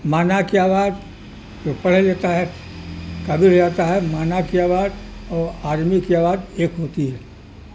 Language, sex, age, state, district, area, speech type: Urdu, male, 60+, Uttar Pradesh, Mirzapur, rural, spontaneous